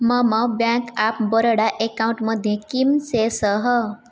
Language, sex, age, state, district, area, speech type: Sanskrit, female, 18-30, Odisha, Mayurbhanj, rural, read